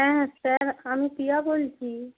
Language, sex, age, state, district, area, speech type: Bengali, female, 30-45, West Bengal, North 24 Parganas, rural, conversation